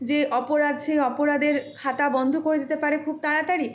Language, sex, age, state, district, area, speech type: Bengali, female, 30-45, West Bengal, Purulia, urban, spontaneous